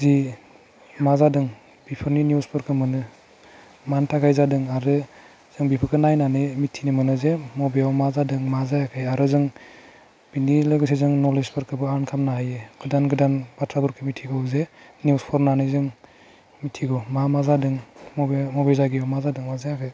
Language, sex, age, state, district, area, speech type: Bodo, male, 18-30, Assam, Udalguri, urban, spontaneous